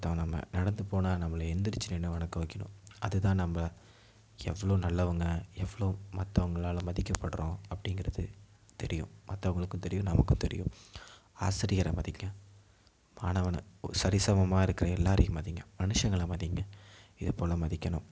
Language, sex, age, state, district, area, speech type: Tamil, male, 18-30, Tamil Nadu, Mayiladuthurai, urban, spontaneous